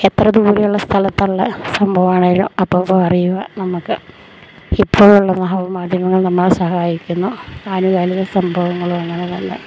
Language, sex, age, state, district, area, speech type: Malayalam, female, 30-45, Kerala, Idukki, rural, spontaneous